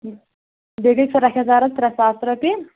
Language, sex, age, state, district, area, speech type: Kashmiri, female, 18-30, Jammu and Kashmir, Kulgam, rural, conversation